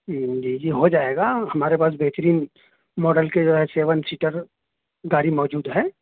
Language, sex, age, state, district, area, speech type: Urdu, male, 30-45, Uttar Pradesh, Gautam Buddha Nagar, urban, conversation